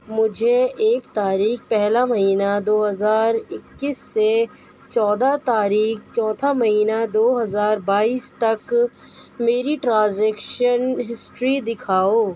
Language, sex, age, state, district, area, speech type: Urdu, female, 18-30, Delhi, Central Delhi, urban, read